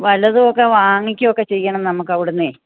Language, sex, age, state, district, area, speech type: Malayalam, female, 45-60, Kerala, Kannur, rural, conversation